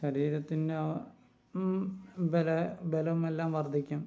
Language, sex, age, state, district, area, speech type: Malayalam, male, 18-30, Kerala, Palakkad, rural, spontaneous